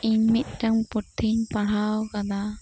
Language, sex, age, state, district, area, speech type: Santali, female, 18-30, West Bengal, Birbhum, rural, spontaneous